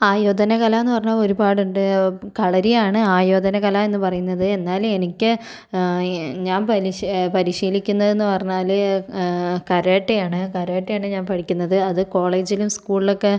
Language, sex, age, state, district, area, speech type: Malayalam, female, 45-60, Kerala, Kozhikode, urban, spontaneous